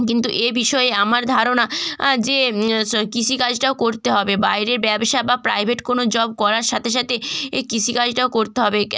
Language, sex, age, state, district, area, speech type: Bengali, female, 18-30, West Bengal, North 24 Parganas, rural, spontaneous